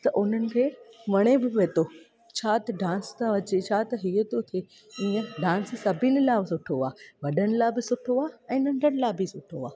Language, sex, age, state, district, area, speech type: Sindhi, female, 18-30, Gujarat, Junagadh, rural, spontaneous